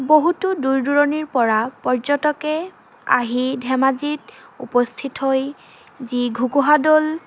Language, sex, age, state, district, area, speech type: Assamese, female, 18-30, Assam, Dhemaji, urban, spontaneous